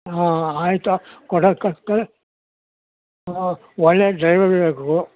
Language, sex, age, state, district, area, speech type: Kannada, male, 60+, Karnataka, Mandya, rural, conversation